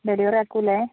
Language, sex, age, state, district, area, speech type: Malayalam, female, 30-45, Kerala, Palakkad, urban, conversation